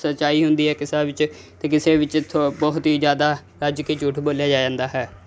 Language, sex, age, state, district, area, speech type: Punjabi, male, 18-30, Punjab, Muktsar, urban, spontaneous